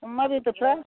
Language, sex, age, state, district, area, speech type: Bodo, female, 45-60, Assam, Chirang, rural, conversation